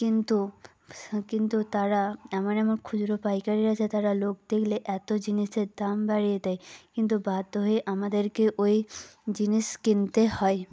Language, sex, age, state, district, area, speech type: Bengali, female, 18-30, West Bengal, Nadia, rural, spontaneous